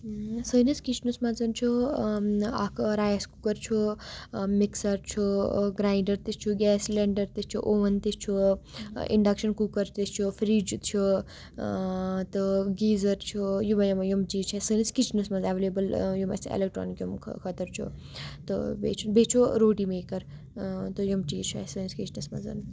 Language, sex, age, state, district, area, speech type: Kashmiri, female, 18-30, Jammu and Kashmir, Baramulla, rural, spontaneous